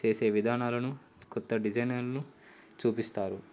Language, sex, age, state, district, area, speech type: Telugu, male, 18-30, Telangana, Komaram Bheem, urban, spontaneous